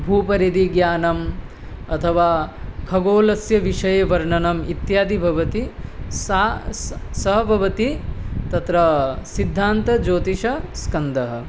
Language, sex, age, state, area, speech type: Sanskrit, male, 18-30, Tripura, rural, spontaneous